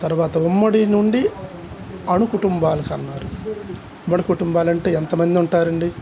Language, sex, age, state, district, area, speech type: Telugu, male, 60+, Andhra Pradesh, Guntur, urban, spontaneous